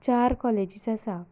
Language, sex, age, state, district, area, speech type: Goan Konkani, female, 18-30, Goa, Canacona, rural, spontaneous